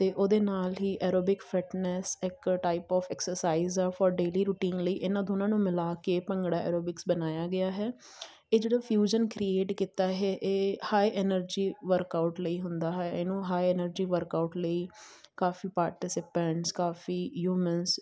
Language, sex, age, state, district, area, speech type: Punjabi, female, 18-30, Punjab, Muktsar, urban, spontaneous